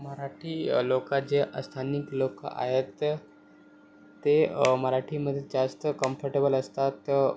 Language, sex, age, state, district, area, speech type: Marathi, male, 30-45, Maharashtra, Thane, urban, spontaneous